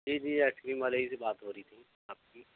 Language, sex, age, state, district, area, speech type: Urdu, male, 30-45, Uttar Pradesh, Ghaziabad, urban, conversation